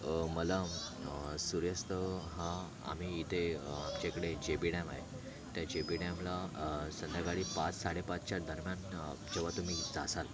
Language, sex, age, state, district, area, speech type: Marathi, male, 18-30, Maharashtra, Thane, rural, spontaneous